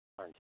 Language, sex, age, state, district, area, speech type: Hindi, male, 18-30, Rajasthan, Nagaur, rural, conversation